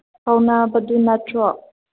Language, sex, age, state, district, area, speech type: Manipuri, female, 18-30, Manipur, Senapati, urban, conversation